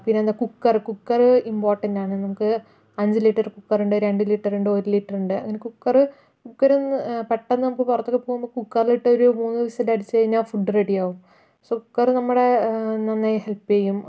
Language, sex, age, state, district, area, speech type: Malayalam, female, 45-60, Kerala, Palakkad, rural, spontaneous